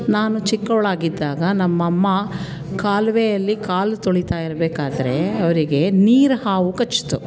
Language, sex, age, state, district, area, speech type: Kannada, female, 45-60, Karnataka, Mandya, rural, spontaneous